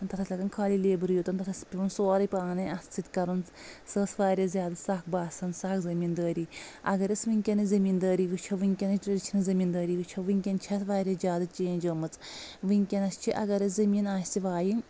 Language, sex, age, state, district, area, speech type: Kashmiri, female, 30-45, Jammu and Kashmir, Anantnag, rural, spontaneous